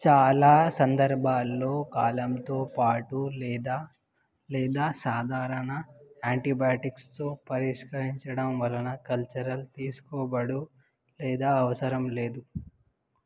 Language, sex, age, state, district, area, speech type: Telugu, male, 18-30, Telangana, Nalgonda, urban, read